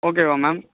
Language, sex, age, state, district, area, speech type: Tamil, male, 30-45, Tamil Nadu, Chennai, urban, conversation